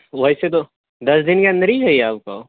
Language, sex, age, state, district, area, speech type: Urdu, male, 18-30, Uttar Pradesh, Siddharthnagar, rural, conversation